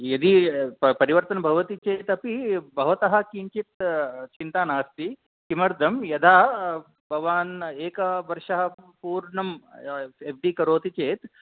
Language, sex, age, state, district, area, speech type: Sanskrit, male, 45-60, Telangana, Ranga Reddy, urban, conversation